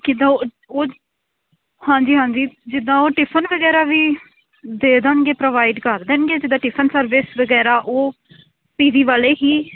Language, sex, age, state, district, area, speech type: Punjabi, female, 18-30, Punjab, Hoshiarpur, urban, conversation